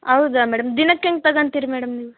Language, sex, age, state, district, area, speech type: Kannada, female, 18-30, Karnataka, Bellary, urban, conversation